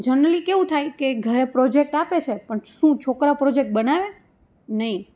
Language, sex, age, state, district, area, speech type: Gujarati, female, 30-45, Gujarat, Rajkot, rural, spontaneous